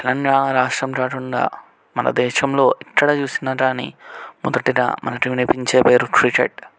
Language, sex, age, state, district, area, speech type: Telugu, male, 18-30, Telangana, Medchal, urban, spontaneous